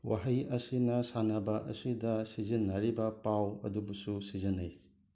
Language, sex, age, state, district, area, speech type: Manipuri, male, 18-30, Manipur, Imphal West, urban, read